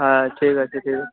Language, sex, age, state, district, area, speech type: Bengali, male, 18-30, West Bengal, Uttar Dinajpur, urban, conversation